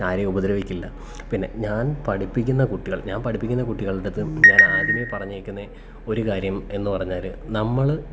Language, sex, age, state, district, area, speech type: Malayalam, male, 30-45, Kerala, Kollam, rural, spontaneous